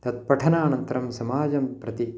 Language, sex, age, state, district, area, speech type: Sanskrit, male, 60+, Telangana, Karimnagar, urban, spontaneous